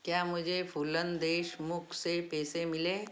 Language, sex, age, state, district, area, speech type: Hindi, female, 60+, Madhya Pradesh, Ujjain, urban, read